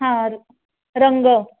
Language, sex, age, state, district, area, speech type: Marathi, female, 30-45, Maharashtra, Kolhapur, urban, conversation